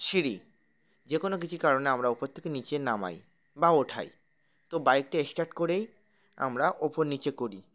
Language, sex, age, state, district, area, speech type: Bengali, male, 18-30, West Bengal, Uttar Dinajpur, urban, spontaneous